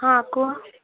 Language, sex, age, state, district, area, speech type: Odia, female, 18-30, Odisha, Malkangiri, urban, conversation